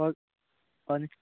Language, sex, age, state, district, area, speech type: Manipuri, male, 18-30, Manipur, Churachandpur, rural, conversation